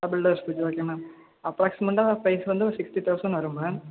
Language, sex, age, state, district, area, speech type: Tamil, male, 18-30, Tamil Nadu, Thanjavur, rural, conversation